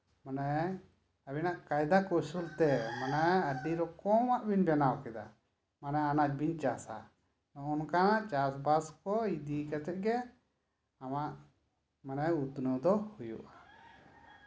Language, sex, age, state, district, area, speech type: Santali, male, 30-45, West Bengal, Bankura, rural, spontaneous